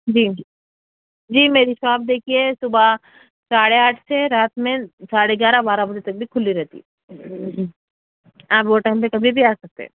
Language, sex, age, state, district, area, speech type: Urdu, female, 30-45, Telangana, Hyderabad, urban, conversation